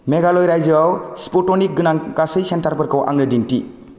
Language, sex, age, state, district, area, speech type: Bodo, male, 18-30, Assam, Kokrajhar, rural, read